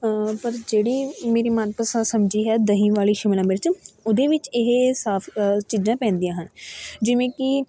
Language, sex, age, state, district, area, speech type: Punjabi, female, 18-30, Punjab, Fatehgarh Sahib, rural, spontaneous